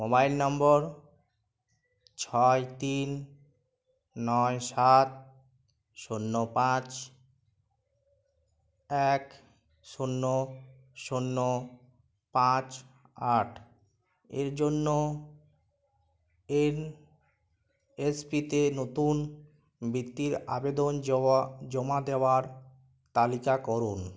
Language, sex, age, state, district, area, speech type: Bengali, male, 18-30, West Bengal, Uttar Dinajpur, rural, read